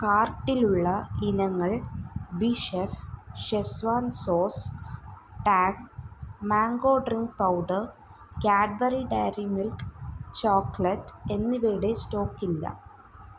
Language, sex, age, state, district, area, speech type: Malayalam, female, 18-30, Kerala, Kollam, rural, read